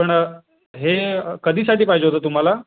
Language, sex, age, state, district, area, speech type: Marathi, male, 30-45, Maharashtra, Raigad, rural, conversation